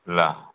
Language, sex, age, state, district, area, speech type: Nepali, male, 60+, West Bengal, Jalpaiguri, rural, conversation